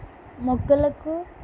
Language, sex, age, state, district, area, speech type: Telugu, female, 18-30, Andhra Pradesh, Eluru, rural, spontaneous